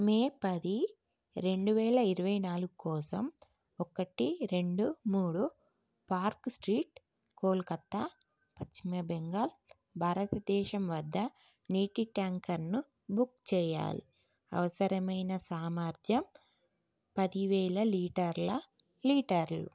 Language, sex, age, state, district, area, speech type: Telugu, female, 30-45, Telangana, Karimnagar, urban, read